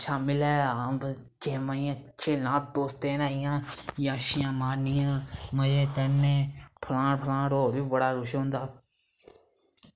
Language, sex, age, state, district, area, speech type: Dogri, male, 18-30, Jammu and Kashmir, Samba, rural, spontaneous